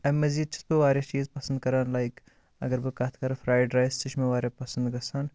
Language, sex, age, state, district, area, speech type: Kashmiri, male, 18-30, Jammu and Kashmir, Bandipora, rural, spontaneous